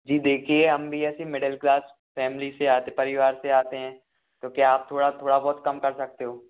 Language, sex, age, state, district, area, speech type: Hindi, male, 18-30, Madhya Pradesh, Gwalior, urban, conversation